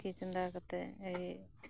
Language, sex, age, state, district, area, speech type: Santali, female, 18-30, West Bengal, Birbhum, rural, spontaneous